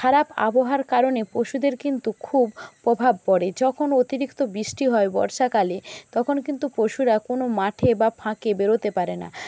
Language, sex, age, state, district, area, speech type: Bengali, female, 60+, West Bengal, Jhargram, rural, spontaneous